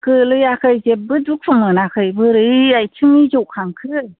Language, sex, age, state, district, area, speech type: Bodo, female, 60+, Assam, Chirang, rural, conversation